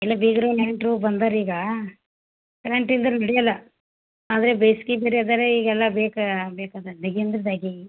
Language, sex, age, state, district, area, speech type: Kannada, female, 45-60, Karnataka, Gulbarga, urban, conversation